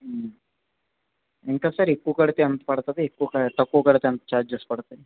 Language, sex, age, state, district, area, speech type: Telugu, male, 60+, Andhra Pradesh, Vizianagaram, rural, conversation